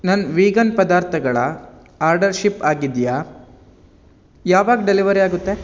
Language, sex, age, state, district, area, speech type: Kannada, male, 30-45, Karnataka, Bangalore Rural, rural, read